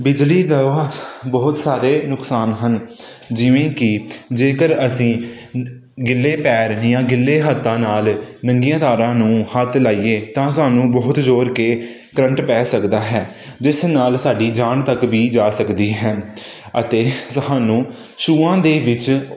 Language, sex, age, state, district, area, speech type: Punjabi, male, 18-30, Punjab, Hoshiarpur, urban, spontaneous